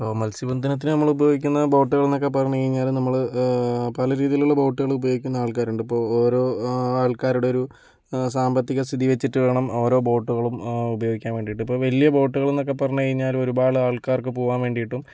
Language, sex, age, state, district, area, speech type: Malayalam, male, 18-30, Kerala, Kozhikode, urban, spontaneous